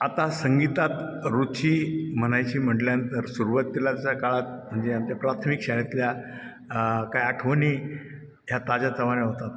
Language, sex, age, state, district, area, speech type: Marathi, male, 60+, Maharashtra, Ahmednagar, urban, spontaneous